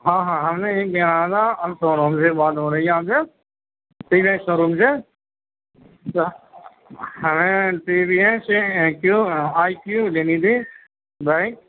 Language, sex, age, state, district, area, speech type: Urdu, male, 60+, Delhi, Central Delhi, rural, conversation